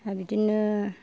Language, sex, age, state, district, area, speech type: Bodo, female, 60+, Assam, Kokrajhar, rural, spontaneous